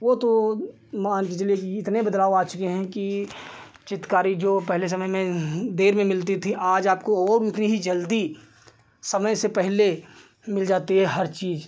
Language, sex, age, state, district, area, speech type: Hindi, male, 45-60, Uttar Pradesh, Lucknow, rural, spontaneous